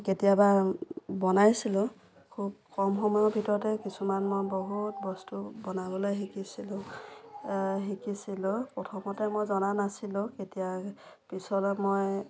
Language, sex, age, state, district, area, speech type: Assamese, female, 45-60, Assam, Dhemaji, rural, spontaneous